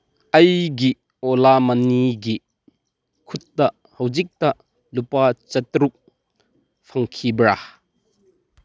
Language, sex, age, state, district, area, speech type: Manipuri, male, 30-45, Manipur, Chandel, rural, read